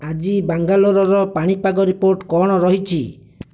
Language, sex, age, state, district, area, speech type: Odia, male, 60+, Odisha, Bhadrak, rural, read